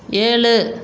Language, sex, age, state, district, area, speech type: Tamil, female, 45-60, Tamil Nadu, Salem, rural, read